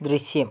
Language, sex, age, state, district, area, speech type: Malayalam, female, 18-30, Kerala, Wayanad, rural, read